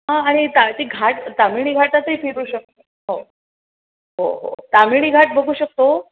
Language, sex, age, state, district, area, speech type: Marathi, female, 45-60, Maharashtra, Pune, urban, conversation